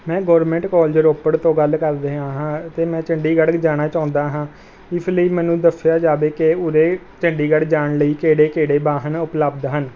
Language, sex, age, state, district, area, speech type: Punjabi, male, 18-30, Punjab, Rupnagar, rural, spontaneous